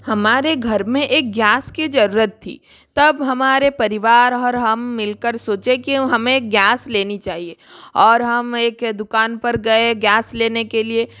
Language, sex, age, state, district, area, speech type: Hindi, female, 60+, Rajasthan, Jodhpur, rural, spontaneous